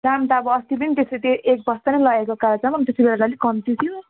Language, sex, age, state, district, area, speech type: Nepali, female, 30-45, West Bengal, Jalpaiguri, rural, conversation